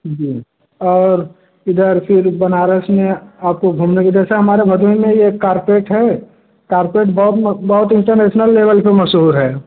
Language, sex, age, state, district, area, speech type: Hindi, male, 30-45, Uttar Pradesh, Bhadohi, urban, conversation